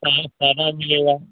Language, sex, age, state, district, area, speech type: Hindi, male, 45-60, Uttar Pradesh, Ghazipur, rural, conversation